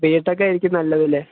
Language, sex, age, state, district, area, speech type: Malayalam, male, 18-30, Kerala, Thrissur, rural, conversation